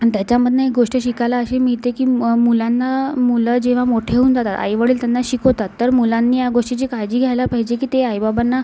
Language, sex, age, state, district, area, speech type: Marathi, female, 18-30, Maharashtra, Amravati, urban, spontaneous